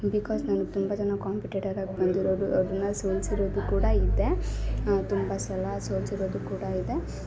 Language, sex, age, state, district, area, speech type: Kannada, female, 18-30, Karnataka, Chikkaballapur, urban, spontaneous